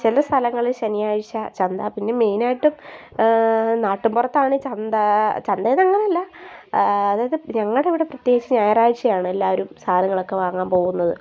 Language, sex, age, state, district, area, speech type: Malayalam, female, 18-30, Kerala, Idukki, rural, spontaneous